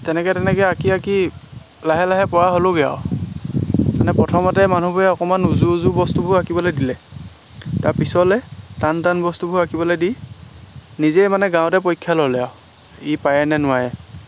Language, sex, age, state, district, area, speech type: Assamese, male, 30-45, Assam, Lakhimpur, rural, spontaneous